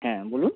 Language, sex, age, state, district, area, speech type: Bengali, male, 30-45, West Bengal, North 24 Parganas, urban, conversation